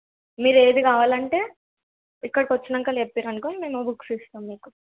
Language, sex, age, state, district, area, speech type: Telugu, female, 18-30, Telangana, Suryapet, urban, conversation